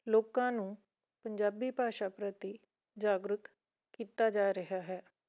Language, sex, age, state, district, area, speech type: Punjabi, female, 45-60, Punjab, Fatehgarh Sahib, rural, spontaneous